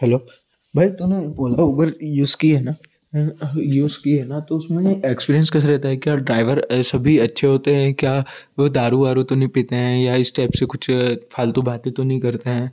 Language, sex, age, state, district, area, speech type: Hindi, male, 18-30, Madhya Pradesh, Ujjain, urban, spontaneous